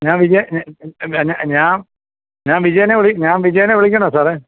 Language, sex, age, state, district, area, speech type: Malayalam, male, 45-60, Kerala, Alappuzha, urban, conversation